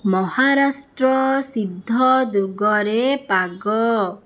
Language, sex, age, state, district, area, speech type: Odia, female, 18-30, Odisha, Jajpur, rural, read